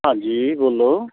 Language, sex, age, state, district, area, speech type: Punjabi, male, 60+, Punjab, Shaheed Bhagat Singh Nagar, rural, conversation